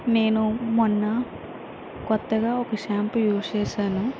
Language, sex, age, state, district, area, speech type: Telugu, female, 18-30, Andhra Pradesh, Vizianagaram, rural, spontaneous